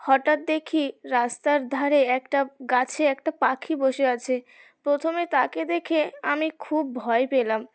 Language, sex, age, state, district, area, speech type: Bengali, female, 18-30, West Bengal, Uttar Dinajpur, urban, spontaneous